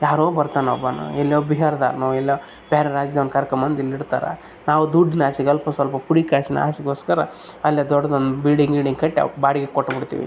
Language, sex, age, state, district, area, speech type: Kannada, male, 30-45, Karnataka, Vijayanagara, rural, spontaneous